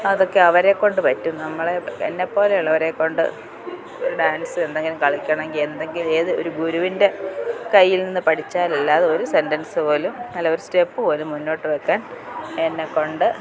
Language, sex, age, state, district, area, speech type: Malayalam, female, 45-60, Kerala, Kottayam, rural, spontaneous